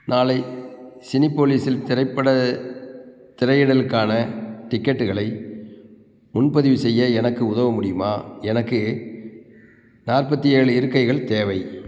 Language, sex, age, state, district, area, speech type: Tamil, male, 60+, Tamil Nadu, Theni, rural, read